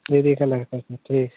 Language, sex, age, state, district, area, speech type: Hindi, male, 18-30, Bihar, Muzaffarpur, rural, conversation